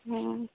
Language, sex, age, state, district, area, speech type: Odia, female, 30-45, Odisha, Sambalpur, rural, conversation